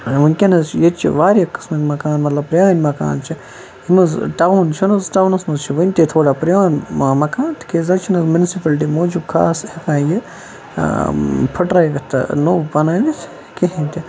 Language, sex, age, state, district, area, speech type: Kashmiri, male, 30-45, Jammu and Kashmir, Baramulla, rural, spontaneous